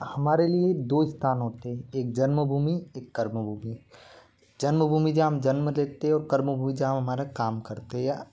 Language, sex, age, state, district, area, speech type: Hindi, male, 18-30, Madhya Pradesh, Bhopal, urban, spontaneous